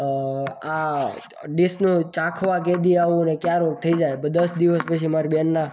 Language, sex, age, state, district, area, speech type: Gujarati, male, 18-30, Gujarat, Surat, rural, spontaneous